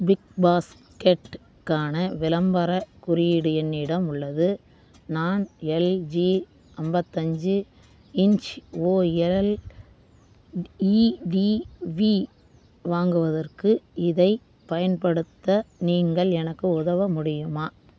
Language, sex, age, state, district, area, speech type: Tamil, female, 30-45, Tamil Nadu, Vellore, urban, read